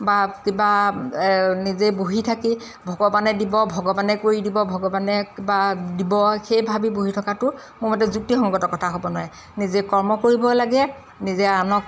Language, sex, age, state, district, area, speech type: Assamese, female, 45-60, Assam, Golaghat, urban, spontaneous